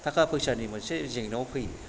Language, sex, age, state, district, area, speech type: Bodo, male, 45-60, Assam, Kokrajhar, rural, spontaneous